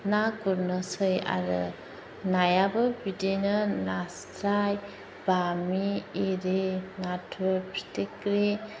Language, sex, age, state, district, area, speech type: Bodo, female, 45-60, Assam, Chirang, urban, spontaneous